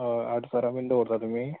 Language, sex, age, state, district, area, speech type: Goan Konkani, male, 18-30, Goa, Quepem, urban, conversation